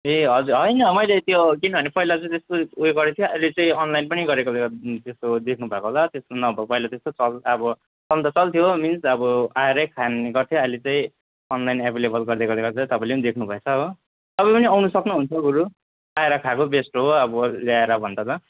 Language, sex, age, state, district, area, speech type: Nepali, male, 30-45, West Bengal, Jalpaiguri, rural, conversation